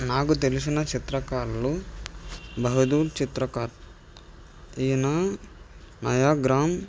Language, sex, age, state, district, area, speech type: Telugu, male, 18-30, Andhra Pradesh, N T Rama Rao, urban, spontaneous